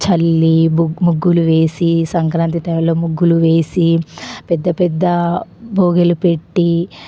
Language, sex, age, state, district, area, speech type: Telugu, female, 18-30, Telangana, Nalgonda, urban, spontaneous